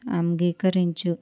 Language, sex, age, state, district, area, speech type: Telugu, female, 60+, Andhra Pradesh, Kakinada, rural, read